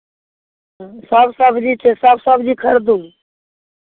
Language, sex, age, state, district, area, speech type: Maithili, female, 60+, Bihar, Madhepura, rural, conversation